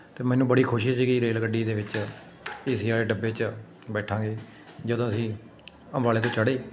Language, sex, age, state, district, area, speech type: Punjabi, male, 30-45, Punjab, Patiala, urban, spontaneous